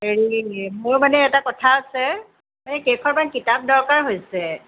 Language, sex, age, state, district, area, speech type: Assamese, female, 45-60, Assam, Sonitpur, urban, conversation